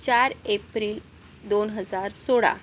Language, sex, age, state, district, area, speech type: Marathi, female, 18-30, Maharashtra, Akola, urban, spontaneous